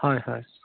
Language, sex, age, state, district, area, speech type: Assamese, male, 45-60, Assam, Udalguri, rural, conversation